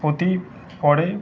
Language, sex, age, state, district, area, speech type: Bengali, male, 45-60, West Bengal, Paschim Bardhaman, rural, spontaneous